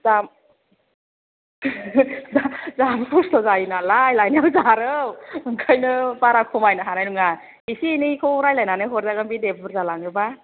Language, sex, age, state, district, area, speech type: Bodo, female, 45-60, Assam, Kokrajhar, urban, conversation